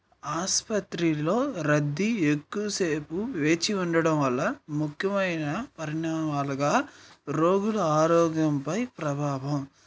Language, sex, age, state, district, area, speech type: Telugu, male, 18-30, Andhra Pradesh, Nellore, rural, spontaneous